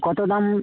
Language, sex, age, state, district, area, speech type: Bengali, male, 30-45, West Bengal, Uttar Dinajpur, urban, conversation